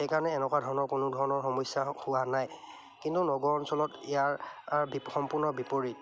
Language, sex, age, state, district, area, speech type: Assamese, male, 30-45, Assam, Charaideo, urban, spontaneous